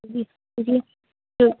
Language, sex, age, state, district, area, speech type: Hindi, female, 18-30, Uttar Pradesh, Ghazipur, rural, conversation